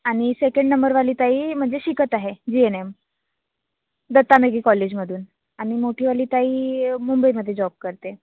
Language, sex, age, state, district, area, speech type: Marathi, female, 45-60, Maharashtra, Nagpur, urban, conversation